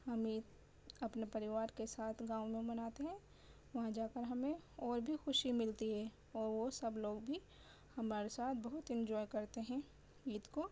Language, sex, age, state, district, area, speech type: Urdu, female, 30-45, Delhi, South Delhi, urban, spontaneous